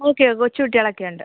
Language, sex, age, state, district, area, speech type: Malayalam, female, 18-30, Kerala, Thiruvananthapuram, rural, conversation